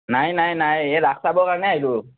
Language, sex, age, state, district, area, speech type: Assamese, male, 30-45, Assam, Nalbari, rural, conversation